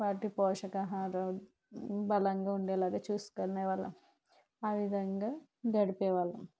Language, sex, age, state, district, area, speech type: Telugu, female, 45-60, Andhra Pradesh, Konaseema, rural, spontaneous